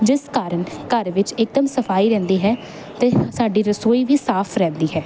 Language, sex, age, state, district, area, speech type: Punjabi, female, 18-30, Punjab, Jalandhar, urban, spontaneous